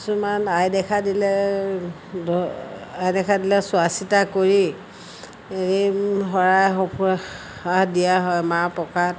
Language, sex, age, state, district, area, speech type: Assamese, female, 60+, Assam, Golaghat, urban, spontaneous